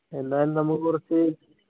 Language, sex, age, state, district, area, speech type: Malayalam, male, 18-30, Kerala, Wayanad, rural, conversation